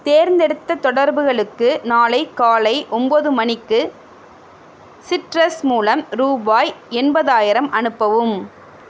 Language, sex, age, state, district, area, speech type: Tamil, female, 18-30, Tamil Nadu, Tiruvarur, rural, read